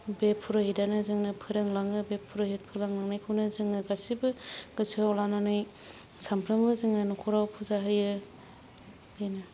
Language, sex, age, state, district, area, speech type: Bodo, female, 30-45, Assam, Kokrajhar, rural, spontaneous